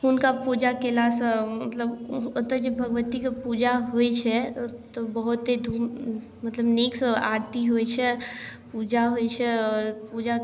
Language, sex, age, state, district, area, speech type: Maithili, female, 18-30, Bihar, Darbhanga, rural, spontaneous